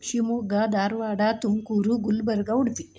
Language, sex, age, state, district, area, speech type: Kannada, female, 45-60, Karnataka, Shimoga, rural, spontaneous